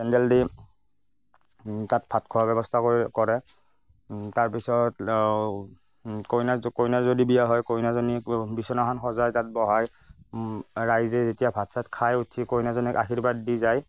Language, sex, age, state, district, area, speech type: Assamese, male, 45-60, Assam, Darrang, rural, spontaneous